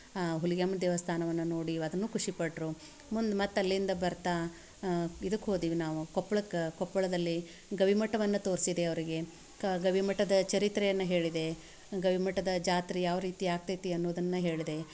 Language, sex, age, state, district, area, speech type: Kannada, female, 45-60, Karnataka, Dharwad, rural, spontaneous